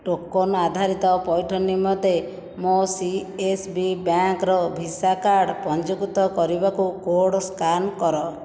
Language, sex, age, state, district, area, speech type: Odia, female, 60+, Odisha, Jajpur, rural, read